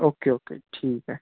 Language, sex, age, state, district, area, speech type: Marathi, male, 18-30, Maharashtra, Wardha, rural, conversation